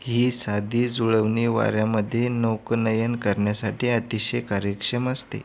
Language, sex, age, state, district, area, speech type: Marathi, male, 18-30, Maharashtra, Buldhana, urban, read